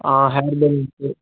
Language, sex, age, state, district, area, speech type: Telugu, male, 60+, Andhra Pradesh, Chittoor, rural, conversation